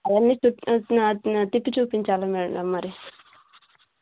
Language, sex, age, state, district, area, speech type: Telugu, female, 30-45, Telangana, Warangal, rural, conversation